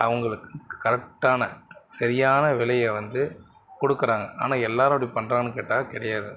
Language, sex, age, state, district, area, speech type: Tamil, male, 60+, Tamil Nadu, Mayiladuthurai, rural, spontaneous